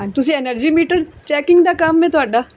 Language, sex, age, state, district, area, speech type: Punjabi, female, 45-60, Punjab, Fazilka, rural, spontaneous